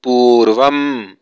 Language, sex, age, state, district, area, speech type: Sanskrit, male, 30-45, Karnataka, Bangalore Urban, urban, read